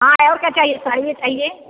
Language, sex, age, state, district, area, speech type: Hindi, female, 60+, Uttar Pradesh, Bhadohi, rural, conversation